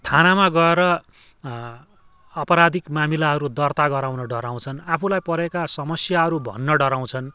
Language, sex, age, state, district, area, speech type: Nepali, male, 45-60, West Bengal, Kalimpong, rural, spontaneous